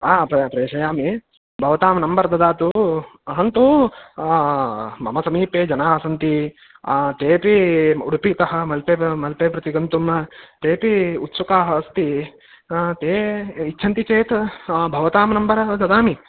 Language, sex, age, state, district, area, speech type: Sanskrit, male, 18-30, Karnataka, Uttara Kannada, rural, conversation